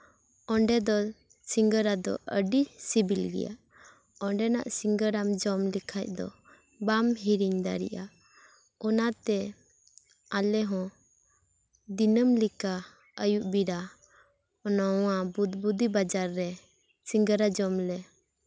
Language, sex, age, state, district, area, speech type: Santali, female, 18-30, West Bengal, Purba Bardhaman, rural, spontaneous